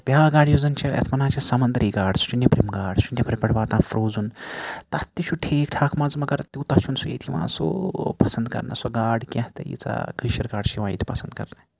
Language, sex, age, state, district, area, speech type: Kashmiri, male, 45-60, Jammu and Kashmir, Srinagar, urban, spontaneous